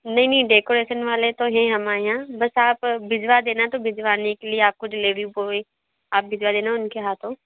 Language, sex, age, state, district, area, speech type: Hindi, female, 60+, Madhya Pradesh, Bhopal, urban, conversation